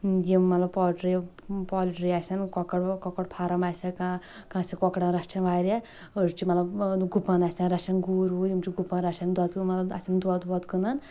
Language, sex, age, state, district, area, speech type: Kashmiri, female, 18-30, Jammu and Kashmir, Kulgam, rural, spontaneous